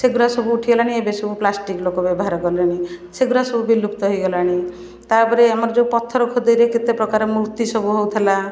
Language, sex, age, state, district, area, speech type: Odia, female, 60+, Odisha, Puri, urban, spontaneous